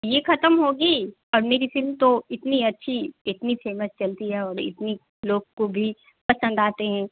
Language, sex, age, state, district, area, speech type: Hindi, female, 45-60, Bihar, Darbhanga, rural, conversation